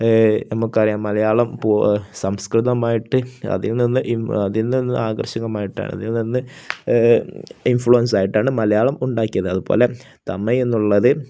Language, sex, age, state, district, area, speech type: Malayalam, male, 18-30, Kerala, Kozhikode, rural, spontaneous